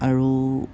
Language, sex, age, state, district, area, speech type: Assamese, male, 18-30, Assam, Kamrup Metropolitan, urban, spontaneous